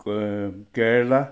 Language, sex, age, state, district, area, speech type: Assamese, male, 60+, Assam, Sivasagar, rural, spontaneous